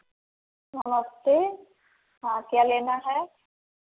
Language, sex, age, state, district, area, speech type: Hindi, female, 30-45, Uttar Pradesh, Prayagraj, urban, conversation